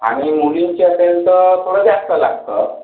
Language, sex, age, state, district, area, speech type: Marathi, male, 60+, Maharashtra, Yavatmal, urban, conversation